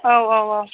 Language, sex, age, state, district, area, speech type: Bodo, female, 18-30, Assam, Chirang, rural, conversation